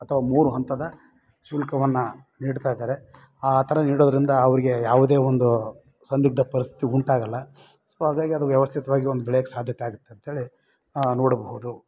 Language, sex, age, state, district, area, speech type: Kannada, male, 30-45, Karnataka, Bellary, rural, spontaneous